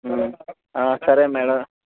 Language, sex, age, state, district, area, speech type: Telugu, male, 18-30, Andhra Pradesh, Bapatla, rural, conversation